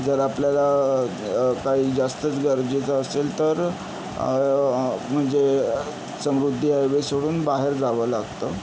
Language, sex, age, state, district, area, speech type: Marathi, male, 60+, Maharashtra, Yavatmal, urban, spontaneous